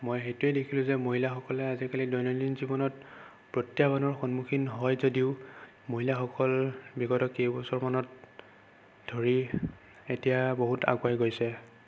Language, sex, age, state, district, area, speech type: Assamese, male, 30-45, Assam, Sonitpur, rural, spontaneous